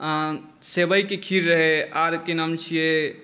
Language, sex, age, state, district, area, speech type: Maithili, male, 18-30, Bihar, Saharsa, urban, spontaneous